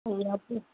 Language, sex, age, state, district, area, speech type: Tamil, female, 30-45, Tamil Nadu, Tiruppur, rural, conversation